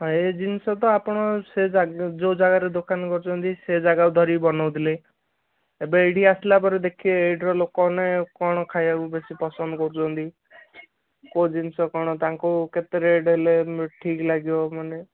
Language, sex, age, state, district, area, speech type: Odia, male, 18-30, Odisha, Ganjam, urban, conversation